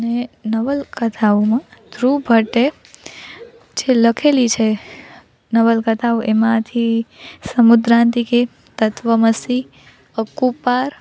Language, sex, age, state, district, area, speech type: Gujarati, female, 18-30, Gujarat, Rajkot, urban, spontaneous